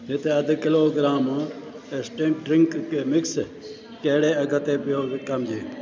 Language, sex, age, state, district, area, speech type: Sindhi, male, 60+, Gujarat, Junagadh, rural, read